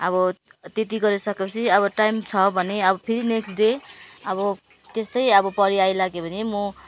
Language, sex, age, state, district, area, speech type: Nepali, female, 30-45, West Bengal, Jalpaiguri, urban, spontaneous